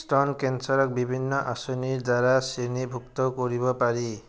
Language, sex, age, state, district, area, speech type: Assamese, male, 45-60, Assam, Morigaon, rural, read